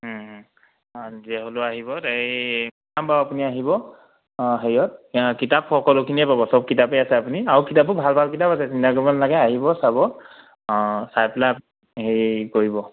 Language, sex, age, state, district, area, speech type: Assamese, male, 18-30, Assam, Majuli, urban, conversation